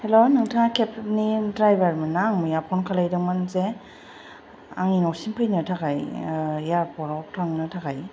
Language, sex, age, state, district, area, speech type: Bodo, female, 30-45, Assam, Kokrajhar, rural, spontaneous